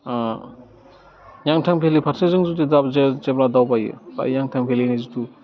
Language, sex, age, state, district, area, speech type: Bodo, male, 18-30, Assam, Udalguri, urban, spontaneous